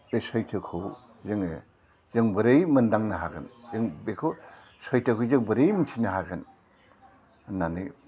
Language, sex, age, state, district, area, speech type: Bodo, male, 60+, Assam, Udalguri, urban, spontaneous